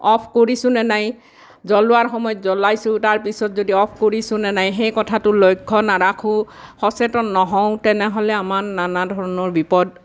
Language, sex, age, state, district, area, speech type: Assamese, female, 60+, Assam, Barpeta, rural, spontaneous